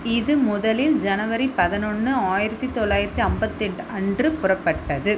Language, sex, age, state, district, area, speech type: Tamil, female, 30-45, Tamil Nadu, Vellore, urban, read